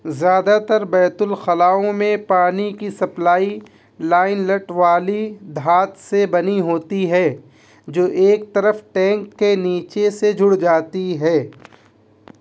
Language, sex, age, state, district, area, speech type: Urdu, male, 18-30, Uttar Pradesh, Muzaffarnagar, urban, read